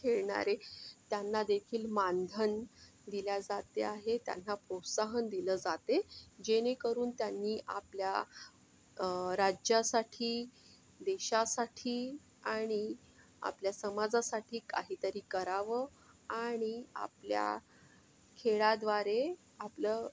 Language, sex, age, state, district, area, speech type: Marathi, female, 45-60, Maharashtra, Yavatmal, urban, spontaneous